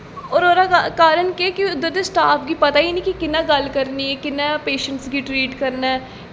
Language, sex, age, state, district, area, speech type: Dogri, female, 18-30, Jammu and Kashmir, Jammu, rural, spontaneous